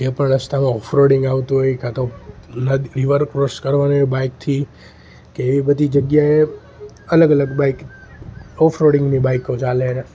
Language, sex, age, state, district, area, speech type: Gujarati, male, 18-30, Gujarat, Junagadh, rural, spontaneous